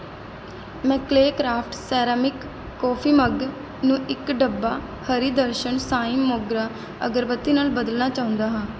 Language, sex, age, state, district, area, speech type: Punjabi, female, 18-30, Punjab, Mohali, urban, read